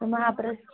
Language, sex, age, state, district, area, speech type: Marathi, female, 30-45, Maharashtra, Nagpur, urban, conversation